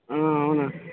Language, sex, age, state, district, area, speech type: Telugu, male, 18-30, Telangana, Mancherial, rural, conversation